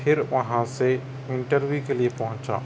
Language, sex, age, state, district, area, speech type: Urdu, male, 30-45, Telangana, Hyderabad, urban, spontaneous